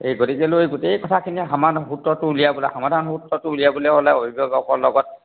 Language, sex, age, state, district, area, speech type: Assamese, male, 60+, Assam, Charaideo, urban, conversation